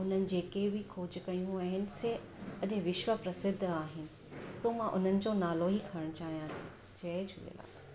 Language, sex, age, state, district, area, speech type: Sindhi, female, 45-60, Gujarat, Surat, urban, spontaneous